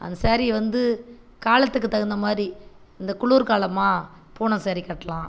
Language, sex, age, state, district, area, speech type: Tamil, female, 45-60, Tamil Nadu, Viluppuram, rural, spontaneous